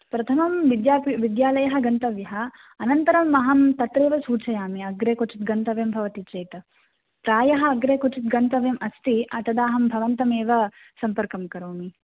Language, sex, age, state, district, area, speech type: Sanskrit, female, 18-30, Karnataka, Chikkamagaluru, urban, conversation